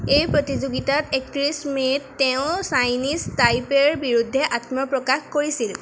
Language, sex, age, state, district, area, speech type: Assamese, female, 18-30, Assam, Jorhat, urban, read